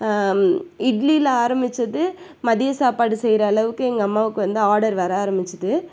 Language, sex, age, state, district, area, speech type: Tamil, female, 45-60, Tamil Nadu, Tiruvarur, rural, spontaneous